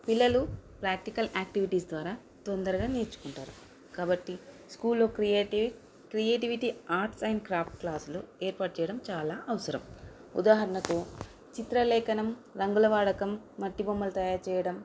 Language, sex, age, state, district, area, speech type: Telugu, female, 30-45, Telangana, Nagarkurnool, urban, spontaneous